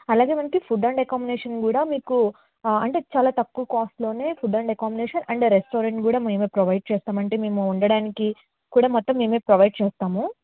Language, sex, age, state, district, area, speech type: Telugu, female, 18-30, Andhra Pradesh, N T Rama Rao, urban, conversation